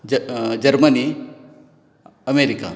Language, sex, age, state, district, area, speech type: Goan Konkani, male, 60+, Goa, Bardez, rural, spontaneous